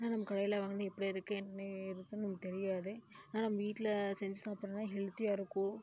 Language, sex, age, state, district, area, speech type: Tamil, female, 18-30, Tamil Nadu, Coimbatore, rural, spontaneous